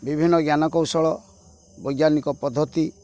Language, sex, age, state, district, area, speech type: Odia, male, 45-60, Odisha, Kendrapara, urban, spontaneous